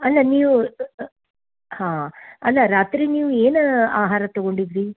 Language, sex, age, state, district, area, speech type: Kannada, female, 60+, Karnataka, Dharwad, rural, conversation